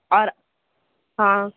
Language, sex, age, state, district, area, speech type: Urdu, female, 60+, Uttar Pradesh, Gautam Buddha Nagar, rural, conversation